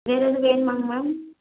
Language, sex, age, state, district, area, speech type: Tamil, female, 18-30, Tamil Nadu, Madurai, rural, conversation